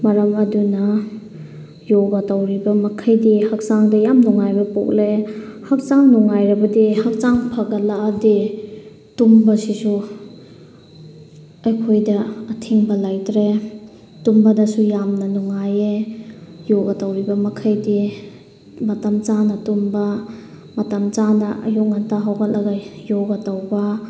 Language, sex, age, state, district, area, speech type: Manipuri, female, 30-45, Manipur, Chandel, rural, spontaneous